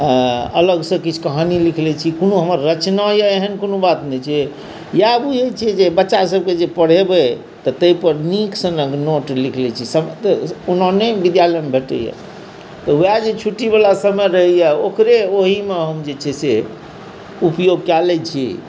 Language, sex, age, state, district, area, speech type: Maithili, male, 45-60, Bihar, Saharsa, urban, spontaneous